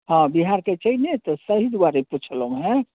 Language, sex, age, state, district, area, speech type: Maithili, female, 60+, Bihar, Madhubani, rural, conversation